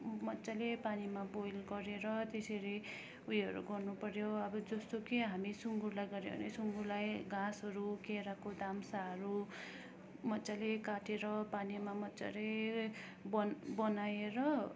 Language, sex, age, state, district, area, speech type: Nepali, female, 18-30, West Bengal, Darjeeling, rural, spontaneous